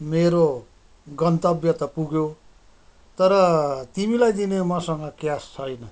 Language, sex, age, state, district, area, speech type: Nepali, male, 60+, West Bengal, Kalimpong, rural, spontaneous